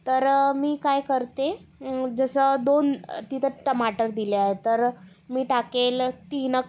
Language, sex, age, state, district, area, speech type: Marathi, female, 18-30, Maharashtra, Nagpur, urban, spontaneous